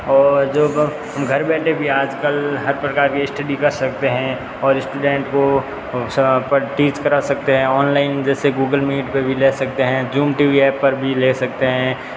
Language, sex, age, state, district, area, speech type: Hindi, male, 18-30, Rajasthan, Jodhpur, urban, spontaneous